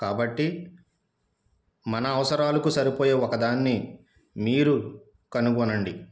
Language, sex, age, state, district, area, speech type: Telugu, male, 30-45, Andhra Pradesh, East Godavari, rural, spontaneous